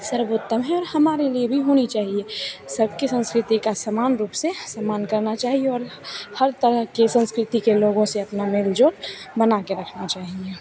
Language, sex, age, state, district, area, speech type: Hindi, female, 18-30, Bihar, Begusarai, rural, spontaneous